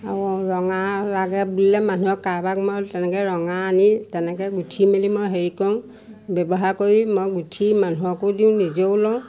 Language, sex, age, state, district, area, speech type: Assamese, female, 60+, Assam, Majuli, urban, spontaneous